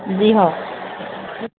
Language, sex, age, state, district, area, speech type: Urdu, female, 60+, Telangana, Hyderabad, urban, conversation